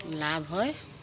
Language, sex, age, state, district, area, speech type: Assamese, female, 45-60, Assam, Sivasagar, rural, spontaneous